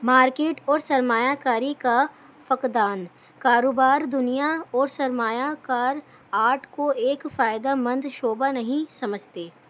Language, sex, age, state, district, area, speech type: Urdu, female, 18-30, Delhi, New Delhi, urban, spontaneous